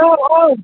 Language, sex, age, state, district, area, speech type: Bodo, female, 60+, Assam, Chirang, rural, conversation